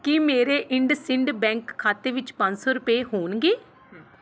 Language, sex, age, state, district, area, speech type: Punjabi, female, 30-45, Punjab, Pathankot, urban, read